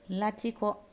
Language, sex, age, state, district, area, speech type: Bodo, female, 30-45, Assam, Kokrajhar, rural, read